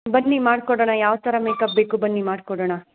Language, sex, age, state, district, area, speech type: Kannada, female, 30-45, Karnataka, Hassan, urban, conversation